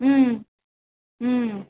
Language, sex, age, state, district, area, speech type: Tamil, female, 45-60, Tamil Nadu, Ariyalur, rural, conversation